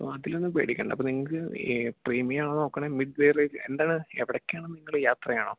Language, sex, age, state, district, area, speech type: Malayalam, male, 18-30, Kerala, Palakkad, urban, conversation